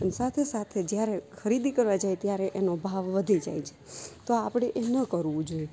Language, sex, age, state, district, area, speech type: Gujarati, female, 30-45, Gujarat, Rajkot, rural, spontaneous